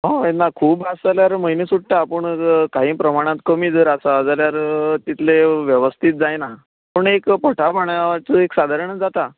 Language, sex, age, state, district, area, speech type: Goan Konkani, male, 30-45, Goa, Canacona, rural, conversation